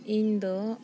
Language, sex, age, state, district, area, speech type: Santali, female, 30-45, Jharkhand, Bokaro, rural, spontaneous